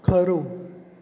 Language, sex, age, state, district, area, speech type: Gujarati, male, 18-30, Gujarat, Anand, rural, read